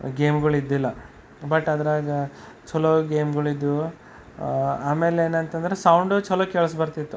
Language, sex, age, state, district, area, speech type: Kannada, male, 30-45, Karnataka, Bidar, urban, spontaneous